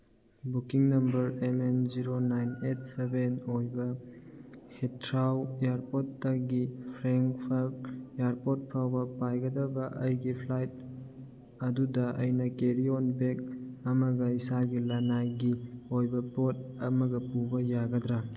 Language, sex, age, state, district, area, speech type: Manipuri, male, 30-45, Manipur, Churachandpur, rural, read